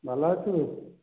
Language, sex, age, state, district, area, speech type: Odia, male, 45-60, Odisha, Dhenkanal, rural, conversation